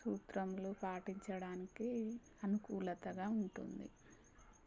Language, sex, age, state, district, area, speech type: Telugu, female, 30-45, Telangana, Warangal, rural, spontaneous